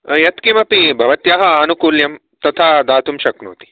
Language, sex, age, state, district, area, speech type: Sanskrit, male, 30-45, Karnataka, Bangalore Urban, urban, conversation